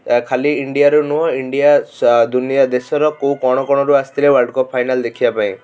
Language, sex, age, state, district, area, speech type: Odia, male, 18-30, Odisha, Cuttack, urban, spontaneous